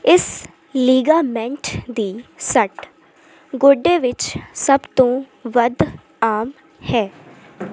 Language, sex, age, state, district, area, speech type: Punjabi, female, 18-30, Punjab, Hoshiarpur, rural, read